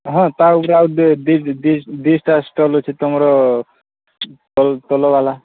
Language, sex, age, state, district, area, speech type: Odia, male, 18-30, Odisha, Subarnapur, urban, conversation